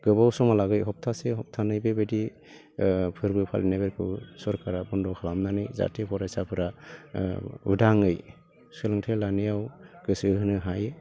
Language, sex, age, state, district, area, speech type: Bodo, male, 45-60, Assam, Baksa, urban, spontaneous